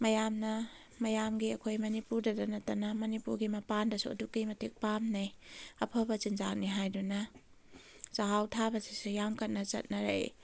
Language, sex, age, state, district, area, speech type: Manipuri, female, 30-45, Manipur, Kakching, rural, spontaneous